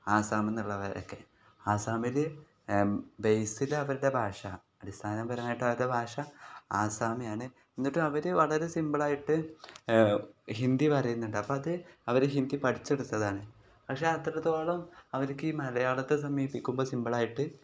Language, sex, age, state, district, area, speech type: Malayalam, male, 18-30, Kerala, Kozhikode, rural, spontaneous